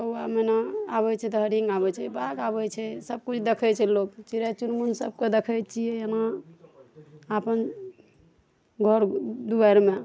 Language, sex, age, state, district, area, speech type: Maithili, female, 45-60, Bihar, Araria, rural, spontaneous